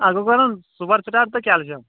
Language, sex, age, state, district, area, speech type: Kashmiri, male, 18-30, Jammu and Kashmir, Kulgam, rural, conversation